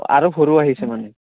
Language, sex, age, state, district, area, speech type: Assamese, male, 18-30, Assam, Barpeta, rural, conversation